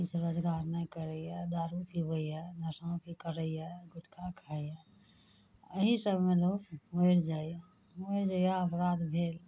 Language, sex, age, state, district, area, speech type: Maithili, female, 30-45, Bihar, Araria, rural, spontaneous